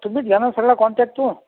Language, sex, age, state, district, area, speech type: Marathi, male, 60+, Maharashtra, Akola, urban, conversation